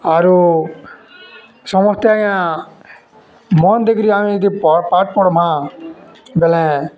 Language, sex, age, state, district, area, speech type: Odia, male, 45-60, Odisha, Bargarh, urban, spontaneous